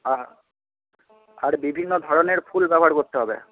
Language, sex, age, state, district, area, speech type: Bengali, male, 18-30, West Bengal, Paschim Medinipur, rural, conversation